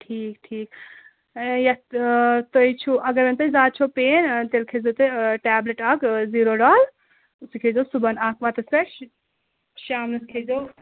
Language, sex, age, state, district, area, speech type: Kashmiri, female, 18-30, Jammu and Kashmir, Anantnag, rural, conversation